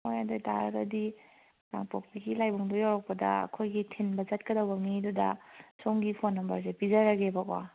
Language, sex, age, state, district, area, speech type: Manipuri, female, 18-30, Manipur, Kangpokpi, urban, conversation